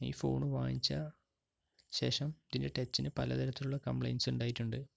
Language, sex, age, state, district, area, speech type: Malayalam, male, 30-45, Kerala, Palakkad, rural, spontaneous